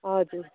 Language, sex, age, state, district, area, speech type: Nepali, female, 30-45, West Bengal, Darjeeling, rural, conversation